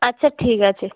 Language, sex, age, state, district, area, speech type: Bengali, female, 18-30, West Bengal, Uttar Dinajpur, urban, conversation